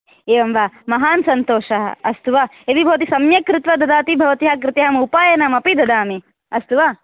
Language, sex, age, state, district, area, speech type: Sanskrit, female, 18-30, Karnataka, Koppal, rural, conversation